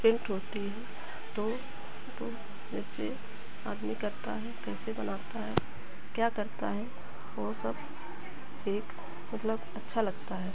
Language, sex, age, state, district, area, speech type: Hindi, female, 45-60, Uttar Pradesh, Hardoi, rural, spontaneous